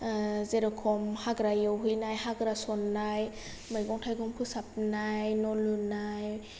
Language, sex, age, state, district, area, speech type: Bodo, female, 18-30, Assam, Kokrajhar, rural, spontaneous